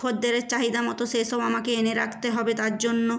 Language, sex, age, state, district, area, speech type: Bengali, female, 30-45, West Bengal, Nadia, rural, spontaneous